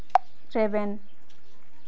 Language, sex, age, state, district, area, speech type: Santali, female, 18-30, Jharkhand, Seraikela Kharsawan, rural, read